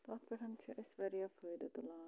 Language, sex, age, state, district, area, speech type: Kashmiri, female, 45-60, Jammu and Kashmir, Budgam, rural, spontaneous